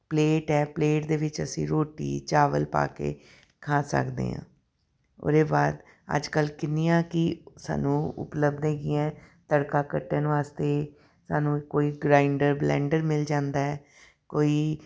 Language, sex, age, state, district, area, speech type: Punjabi, female, 45-60, Punjab, Tarn Taran, urban, spontaneous